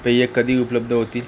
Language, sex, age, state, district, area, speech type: Marathi, male, 30-45, Maharashtra, Akola, rural, read